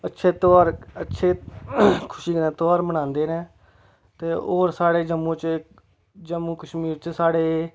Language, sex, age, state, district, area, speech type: Dogri, male, 30-45, Jammu and Kashmir, Samba, rural, spontaneous